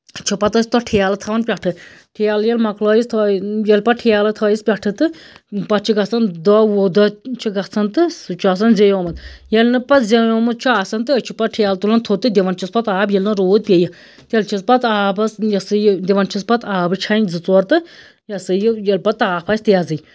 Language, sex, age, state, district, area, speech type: Kashmiri, female, 30-45, Jammu and Kashmir, Anantnag, rural, spontaneous